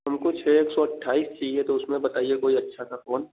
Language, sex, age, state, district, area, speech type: Hindi, male, 18-30, Uttar Pradesh, Bhadohi, rural, conversation